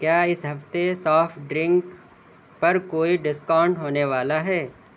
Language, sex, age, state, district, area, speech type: Urdu, male, 30-45, Uttar Pradesh, Shahjahanpur, urban, read